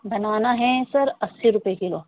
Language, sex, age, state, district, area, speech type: Urdu, female, 30-45, Delhi, East Delhi, urban, conversation